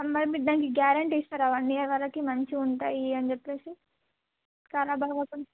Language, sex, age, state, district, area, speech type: Telugu, female, 18-30, Telangana, Sangareddy, urban, conversation